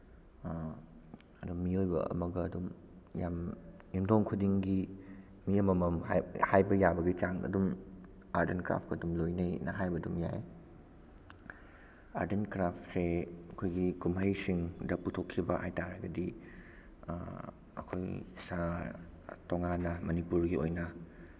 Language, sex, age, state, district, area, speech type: Manipuri, male, 18-30, Manipur, Bishnupur, rural, spontaneous